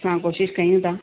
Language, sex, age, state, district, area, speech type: Sindhi, female, 45-60, Maharashtra, Thane, urban, conversation